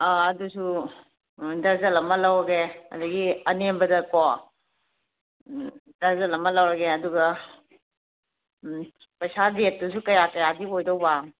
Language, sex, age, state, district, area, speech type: Manipuri, female, 60+, Manipur, Kangpokpi, urban, conversation